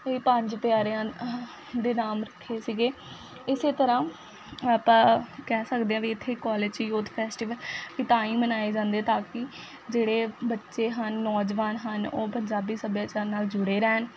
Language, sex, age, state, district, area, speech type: Punjabi, female, 18-30, Punjab, Faridkot, urban, spontaneous